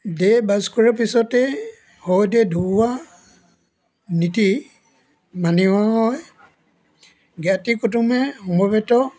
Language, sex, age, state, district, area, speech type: Assamese, male, 60+, Assam, Dibrugarh, rural, spontaneous